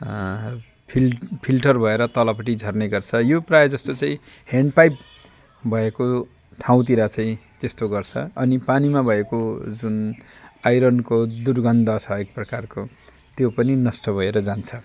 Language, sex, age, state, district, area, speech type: Nepali, male, 45-60, West Bengal, Jalpaiguri, rural, spontaneous